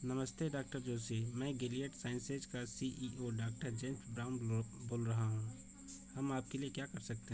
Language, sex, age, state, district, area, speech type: Hindi, male, 30-45, Uttar Pradesh, Azamgarh, rural, read